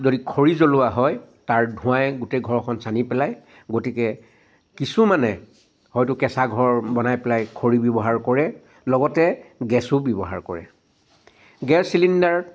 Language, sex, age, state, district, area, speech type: Assamese, male, 45-60, Assam, Charaideo, urban, spontaneous